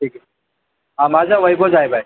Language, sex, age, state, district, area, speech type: Marathi, male, 18-30, Maharashtra, Thane, urban, conversation